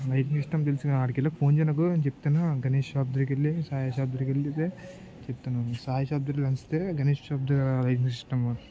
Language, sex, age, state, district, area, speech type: Telugu, male, 18-30, Andhra Pradesh, Anakapalli, rural, spontaneous